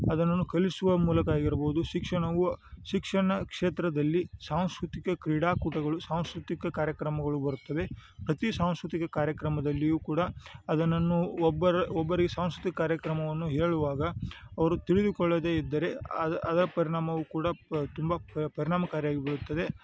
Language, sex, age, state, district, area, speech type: Kannada, male, 18-30, Karnataka, Chikkamagaluru, rural, spontaneous